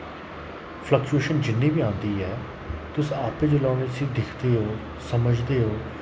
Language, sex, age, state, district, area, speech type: Dogri, male, 30-45, Jammu and Kashmir, Jammu, rural, spontaneous